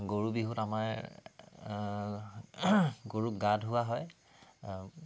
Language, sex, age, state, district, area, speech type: Assamese, male, 30-45, Assam, Tinsukia, urban, spontaneous